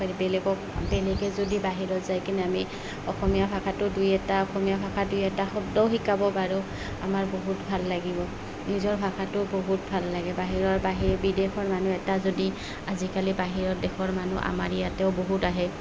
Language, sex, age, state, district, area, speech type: Assamese, female, 30-45, Assam, Goalpara, rural, spontaneous